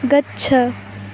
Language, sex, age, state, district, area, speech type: Sanskrit, female, 18-30, Madhya Pradesh, Ujjain, urban, read